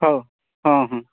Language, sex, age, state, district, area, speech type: Odia, male, 45-60, Odisha, Nuapada, urban, conversation